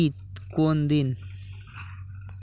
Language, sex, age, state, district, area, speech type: Bengali, male, 45-60, West Bengal, North 24 Parganas, rural, read